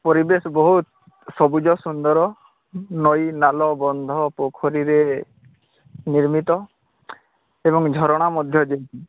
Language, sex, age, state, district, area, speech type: Odia, male, 30-45, Odisha, Bargarh, urban, conversation